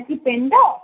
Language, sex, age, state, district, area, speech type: Bengali, female, 18-30, West Bengal, Darjeeling, urban, conversation